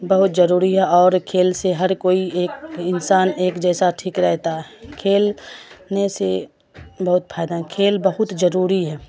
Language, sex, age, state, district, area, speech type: Urdu, female, 45-60, Bihar, Khagaria, rural, spontaneous